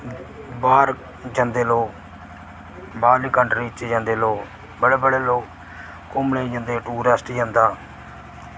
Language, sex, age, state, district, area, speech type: Dogri, male, 18-30, Jammu and Kashmir, Reasi, rural, spontaneous